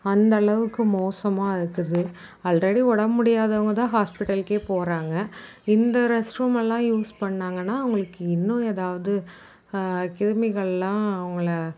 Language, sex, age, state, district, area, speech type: Tamil, female, 18-30, Tamil Nadu, Tiruvarur, rural, spontaneous